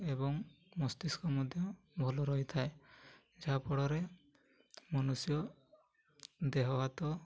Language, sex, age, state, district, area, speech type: Odia, male, 18-30, Odisha, Mayurbhanj, rural, spontaneous